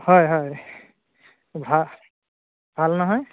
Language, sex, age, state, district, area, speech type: Assamese, male, 30-45, Assam, Goalpara, urban, conversation